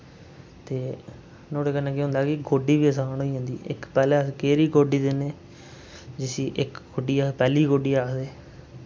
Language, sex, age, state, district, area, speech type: Dogri, male, 30-45, Jammu and Kashmir, Reasi, rural, spontaneous